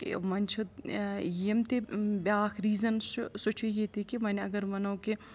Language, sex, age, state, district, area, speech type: Kashmiri, female, 30-45, Jammu and Kashmir, Srinagar, rural, spontaneous